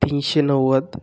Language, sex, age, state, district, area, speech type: Marathi, male, 18-30, Maharashtra, Buldhana, rural, spontaneous